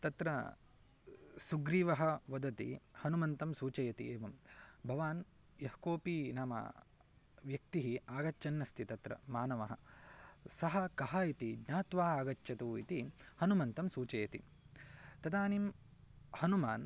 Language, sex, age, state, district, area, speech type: Sanskrit, male, 18-30, Karnataka, Uttara Kannada, rural, spontaneous